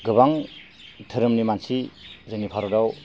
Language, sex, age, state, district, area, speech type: Bodo, male, 30-45, Assam, Baksa, rural, spontaneous